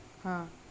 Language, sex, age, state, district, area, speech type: Marathi, female, 30-45, Maharashtra, Amravati, rural, spontaneous